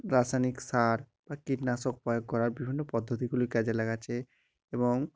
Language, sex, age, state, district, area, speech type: Bengali, male, 45-60, West Bengal, Nadia, rural, spontaneous